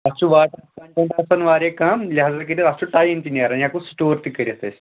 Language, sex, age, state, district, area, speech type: Kashmiri, male, 30-45, Jammu and Kashmir, Anantnag, rural, conversation